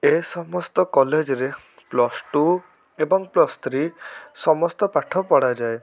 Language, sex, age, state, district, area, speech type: Odia, male, 18-30, Odisha, Cuttack, urban, spontaneous